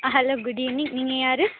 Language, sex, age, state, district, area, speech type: Tamil, female, 18-30, Tamil Nadu, Pudukkottai, rural, conversation